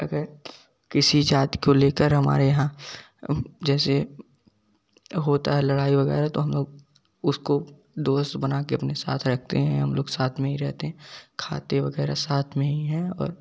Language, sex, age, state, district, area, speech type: Hindi, male, 18-30, Uttar Pradesh, Jaunpur, urban, spontaneous